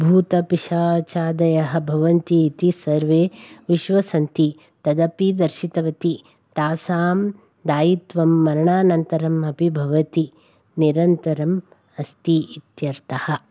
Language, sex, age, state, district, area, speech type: Sanskrit, female, 45-60, Karnataka, Bangalore Urban, urban, spontaneous